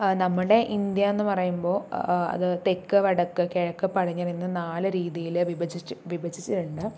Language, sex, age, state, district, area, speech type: Malayalam, female, 30-45, Kerala, Palakkad, rural, spontaneous